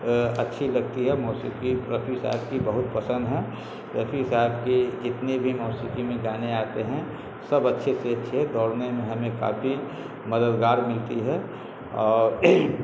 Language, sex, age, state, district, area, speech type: Urdu, male, 45-60, Bihar, Darbhanga, urban, spontaneous